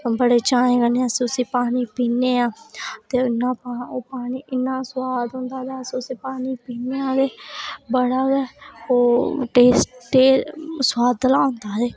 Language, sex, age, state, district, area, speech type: Dogri, female, 18-30, Jammu and Kashmir, Reasi, rural, spontaneous